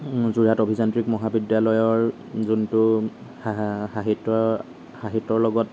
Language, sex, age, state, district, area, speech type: Assamese, male, 45-60, Assam, Morigaon, rural, spontaneous